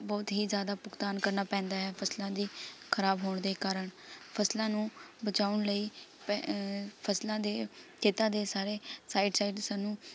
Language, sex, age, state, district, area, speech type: Punjabi, female, 18-30, Punjab, Shaheed Bhagat Singh Nagar, rural, spontaneous